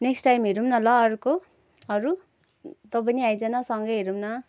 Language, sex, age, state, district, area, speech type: Nepali, female, 18-30, West Bengal, Kalimpong, rural, spontaneous